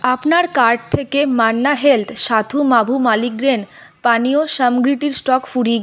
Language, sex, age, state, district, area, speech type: Bengali, female, 30-45, West Bengal, Paschim Bardhaman, urban, read